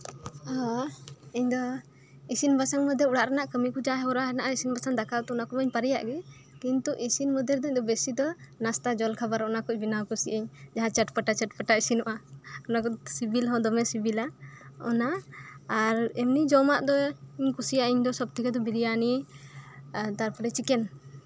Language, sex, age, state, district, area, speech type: Santali, female, 30-45, West Bengal, Birbhum, rural, spontaneous